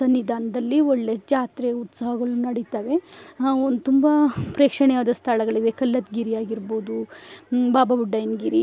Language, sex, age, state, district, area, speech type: Kannada, female, 45-60, Karnataka, Chikkamagaluru, rural, spontaneous